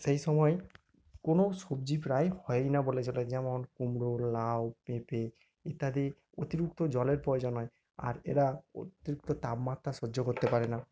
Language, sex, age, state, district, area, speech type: Bengali, male, 45-60, West Bengal, Nadia, rural, spontaneous